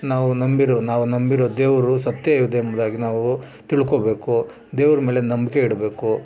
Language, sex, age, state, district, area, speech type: Kannada, male, 30-45, Karnataka, Bangalore Rural, rural, spontaneous